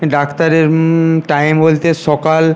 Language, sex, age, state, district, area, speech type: Bengali, male, 18-30, West Bengal, Paschim Medinipur, rural, spontaneous